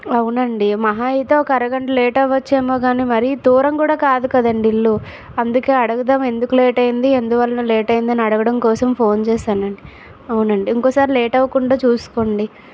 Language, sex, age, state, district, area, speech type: Telugu, female, 45-60, Andhra Pradesh, Vizianagaram, rural, spontaneous